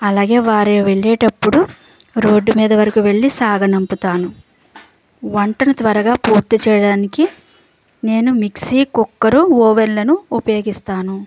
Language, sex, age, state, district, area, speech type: Telugu, male, 45-60, Andhra Pradesh, West Godavari, rural, spontaneous